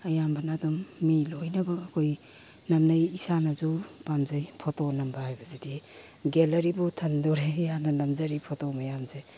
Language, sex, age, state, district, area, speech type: Manipuri, female, 60+, Manipur, Imphal East, rural, spontaneous